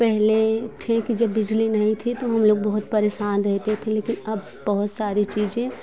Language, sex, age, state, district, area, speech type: Hindi, female, 30-45, Uttar Pradesh, Prayagraj, rural, spontaneous